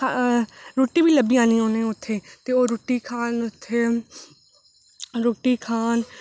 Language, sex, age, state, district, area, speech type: Dogri, female, 18-30, Jammu and Kashmir, Reasi, urban, spontaneous